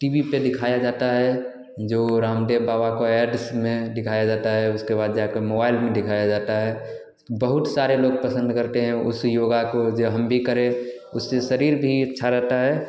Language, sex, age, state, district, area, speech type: Hindi, male, 18-30, Bihar, Samastipur, rural, spontaneous